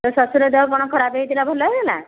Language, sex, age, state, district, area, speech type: Odia, female, 60+, Odisha, Dhenkanal, rural, conversation